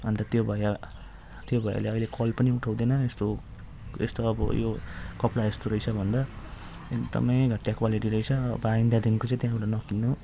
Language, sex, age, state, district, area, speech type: Nepali, male, 30-45, West Bengal, Jalpaiguri, rural, spontaneous